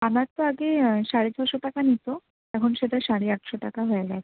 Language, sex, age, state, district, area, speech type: Bengali, female, 18-30, West Bengal, Howrah, urban, conversation